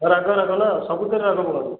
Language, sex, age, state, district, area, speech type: Odia, male, 30-45, Odisha, Khordha, rural, conversation